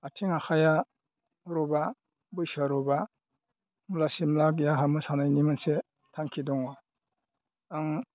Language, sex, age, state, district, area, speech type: Bodo, male, 60+, Assam, Udalguri, rural, spontaneous